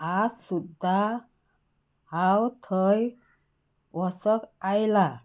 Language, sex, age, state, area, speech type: Goan Konkani, female, 45-60, Goa, rural, spontaneous